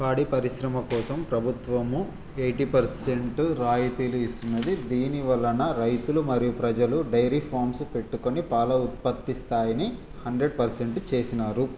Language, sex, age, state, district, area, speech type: Telugu, male, 30-45, Telangana, Peddapalli, rural, spontaneous